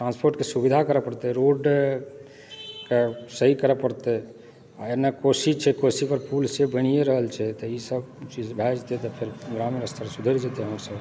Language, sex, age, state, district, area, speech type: Maithili, male, 45-60, Bihar, Supaul, rural, spontaneous